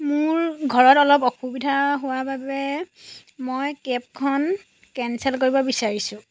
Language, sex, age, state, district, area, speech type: Assamese, female, 30-45, Assam, Jorhat, urban, spontaneous